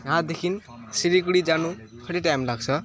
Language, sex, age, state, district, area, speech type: Nepali, male, 18-30, West Bengal, Alipurduar, urban, spontaneous